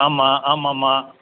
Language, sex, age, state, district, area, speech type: Tamil, male, 60+, Tamil Nadu, Cuddalore, urban, conversation